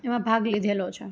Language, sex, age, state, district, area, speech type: Gujarati, female, 30-45, Gujarat, Rajkot, rural, spontaneous